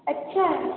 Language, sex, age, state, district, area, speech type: Hindi, female, 18-30, Rajasthan, Jodhpur, urban, conversation